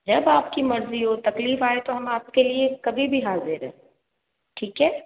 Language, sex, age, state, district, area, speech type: Hindi, female, 60+, Rajasthan, Jodhpur, urban, conversation